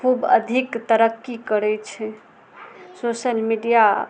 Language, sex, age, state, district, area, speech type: Maithili, female, 30-45, Bihar, Madhubani, rural, spontaneous